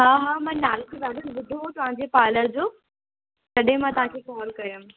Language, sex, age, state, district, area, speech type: Sindhi, female, 18-30, Rajasthan, Ajmer, urban, conversation